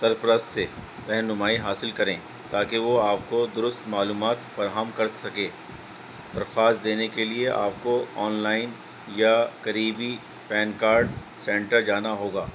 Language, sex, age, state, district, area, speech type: Urdu, male, 30-45, Delhi, North East Delhi, urban, spontaneous